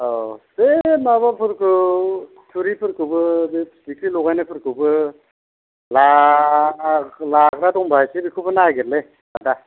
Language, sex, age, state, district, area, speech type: Bodo, male, 45-60, Assam, Kokrajhar, rural, conversation